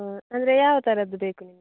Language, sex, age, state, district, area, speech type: Kannada, female, 30-45, Karnataka, Udupi, rural, conversation